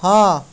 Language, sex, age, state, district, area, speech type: Odia, male, 45-60, Odisha, Khordha, rural, read